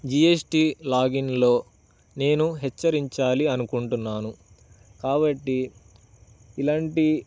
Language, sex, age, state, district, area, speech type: Telugu, male, 18-30, Andhra Pradesh, Bapatla, urban, spontaneous